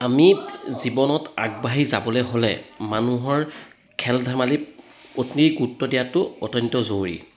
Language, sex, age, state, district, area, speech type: Assamese, male, 30-45, Assam, Jorhat, urban, spontaneous